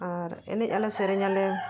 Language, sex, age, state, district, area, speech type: Santali, female, 45-60, Jharkhand, Bokaro, rural, spontaneous